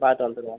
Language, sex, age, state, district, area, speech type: Tamil, male, 60+, Tamil Nadu, Pudukkottai, rural, conversation